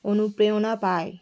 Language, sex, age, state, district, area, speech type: Bengali, female, 30-45, West Bengal, Cooch Behar, urban, spontaneous